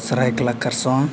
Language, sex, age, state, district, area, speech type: Santali, male, 18-30, Jharkhand, East Singhbhum, rural, spontaneous